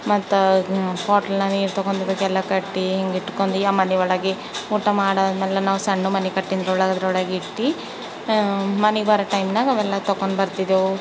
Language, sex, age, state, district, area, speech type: Kannada, female, 30-45, Karnataka, Bidar, urban, spontaneous